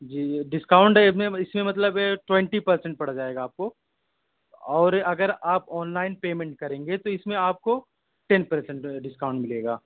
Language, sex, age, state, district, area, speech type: Urdu, male, 30-45, Delhi, South Delhi, rural, conversation